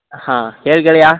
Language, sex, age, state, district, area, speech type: Kannada, male, 18-30, Karnataka, Koppal, rural, conversation